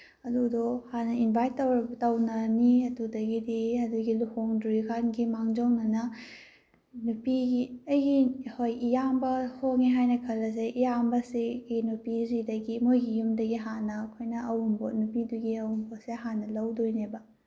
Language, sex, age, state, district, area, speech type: Manipuri, female, 18-30, Manipur, Bishnupur, rural, spontaneous